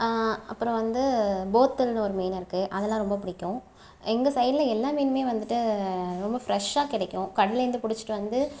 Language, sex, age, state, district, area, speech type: Tamil, female, 30-45, Tamil Nadu, Mayiladuthurai, rural, spontaneous